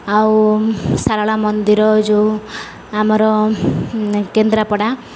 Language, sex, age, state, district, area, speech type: Odia, female, 30-45, Odisha, Sundergarh, urban, spontaneous